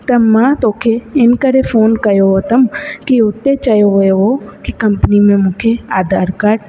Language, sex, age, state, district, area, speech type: Sindhi, female, 18-30, Rajasthan, Ajmer, urban, spontaneous